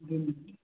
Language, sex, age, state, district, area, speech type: Maithili, male, 18-30, Bihar, Purnia, rural, conversation